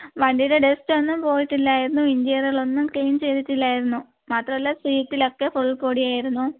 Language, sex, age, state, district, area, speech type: Malayalam, female, 30-45, Kerala, Thiruvananthapuram, rural, conversation